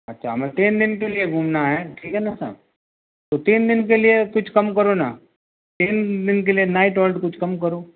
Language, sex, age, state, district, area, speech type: Hindi, male, 45-60, Rajasthan, Jodhpur, urban, conversation